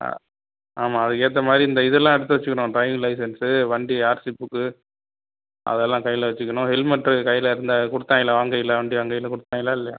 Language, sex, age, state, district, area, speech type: Tamil, male, 30-45, Tamil Nadu, Pudukkottai, rural, conversation